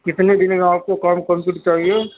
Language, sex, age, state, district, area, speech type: Urdu, male, 45-60, Uttar Pradesh, Gautam Buddha Nagar, urban, conversation